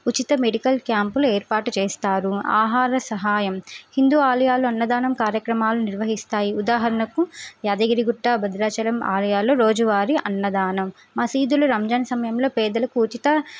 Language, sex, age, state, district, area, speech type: Telugu, female, 18-30, Telangana, Suryapet, urban, spontaneous